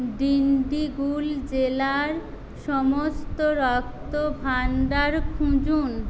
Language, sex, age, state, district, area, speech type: Bengali, female, 30-45, West Bengal, Jhargram, rural, read